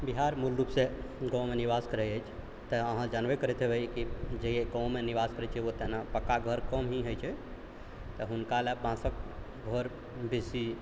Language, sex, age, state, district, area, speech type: Maithili, male, 60+, Bihar, Purnia, urban, spontaneous